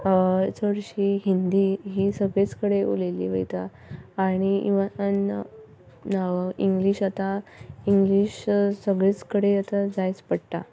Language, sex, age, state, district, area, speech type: Goan Konkani, female, 18-30, Goa, Ponda, rural, spontaneous